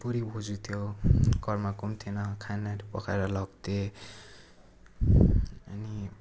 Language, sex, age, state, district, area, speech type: Nepali, male, 18-30, West Bengal, Darjeeling, rural, spontaneous